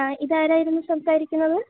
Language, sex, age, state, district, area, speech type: Malayalam, female, 18-30, Kerala, Idukki, rural, conversation